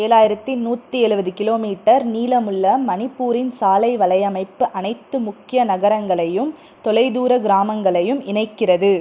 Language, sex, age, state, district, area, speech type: Tamil, female, 18-30, Tamil Nadu, Krishnagiri, rural, read